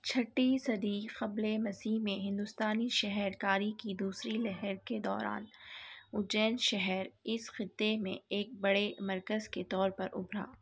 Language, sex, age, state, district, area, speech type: Urdu, female, 18-30, Telangana, Hyderabad, urban, read